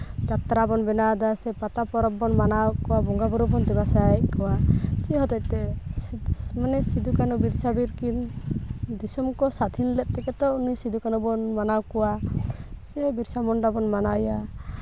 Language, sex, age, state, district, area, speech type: Santali, female, 18-30, West Bengal, Purulia, rural, spontaneous